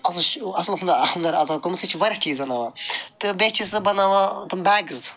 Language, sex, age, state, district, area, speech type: Kashmiri, male, 45-60, Jammu and Kashmir, Ganderbal, urban, spontaneous